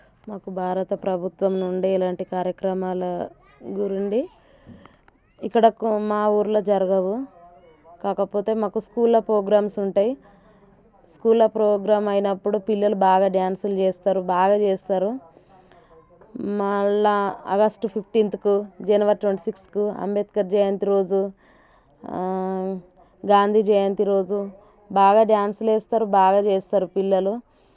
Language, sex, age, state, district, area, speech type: Telugu, female, 30-45, Telangana, Warangal, rural, spontaneous